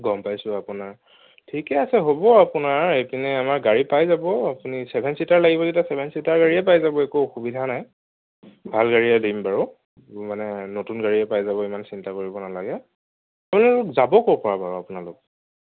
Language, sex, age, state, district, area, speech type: Assamese, male, 30-45, Assam, Nagaon, rural, conversation